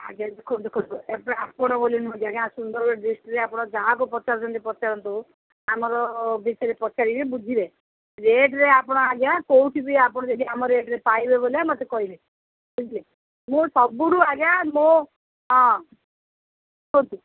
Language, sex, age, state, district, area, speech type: Odia, female, 45-60, Odisha, Sundergarh, rural, conversation